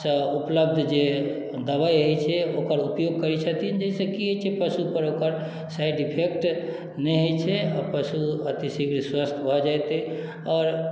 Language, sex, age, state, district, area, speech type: Maithili, male, 45-60, Bihar, Madhubani, rural, spontaneous